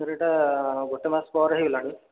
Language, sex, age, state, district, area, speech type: Odia, male, 30-45, Odisha, Khordha, rural, conversation